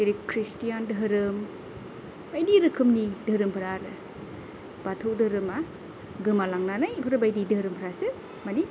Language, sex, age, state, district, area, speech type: Bodo, female, 30-45, Assam, Kokrajhar, rural, spontaneous